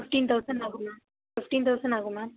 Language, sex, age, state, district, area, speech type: Tamil, female, 45-60, Tamil Nadu, Tiruvarur, rural, conversation